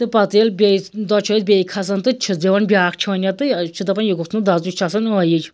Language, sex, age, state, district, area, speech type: Kashmiri, female, 30-45, Jammu and Kashmir, Anantnag, rural, spontaneous